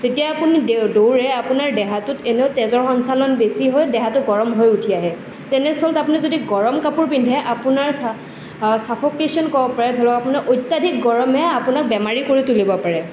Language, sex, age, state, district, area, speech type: Assamese, female, 18-30, Assam, Nalbari, rural, spontaneous